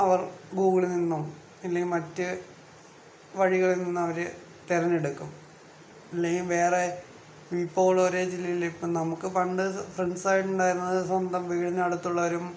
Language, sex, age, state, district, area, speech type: Malayalam, male, 30-45, Kerala, Palakkad, rural, spontaneous